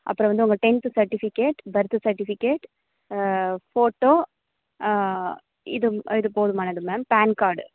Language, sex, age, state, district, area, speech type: Tamil, female, 18-30, Tamil Nadu, Sivaganga, rural, conversation